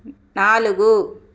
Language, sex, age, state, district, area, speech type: Telugu, female, 30-45, Andhra Pradesh, Palnadu, rural, read